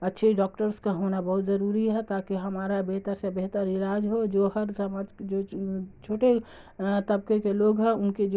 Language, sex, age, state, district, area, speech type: Urdu, female, 30-45, Bihar, Darbhanga, rural, spontaneous